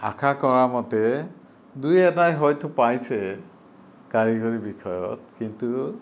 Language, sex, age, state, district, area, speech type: Assamese, male, 60+, Assam, Kamrup Metropolitan, urban, spontaneous